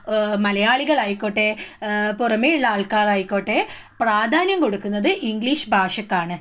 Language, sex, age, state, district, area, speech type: Malayalam, female, 18-30, Kerala, Kannur, rural, spontaneous